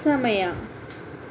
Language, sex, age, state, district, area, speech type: Kannada, female, 18-30, Karnataka, Chitradurga, rural, read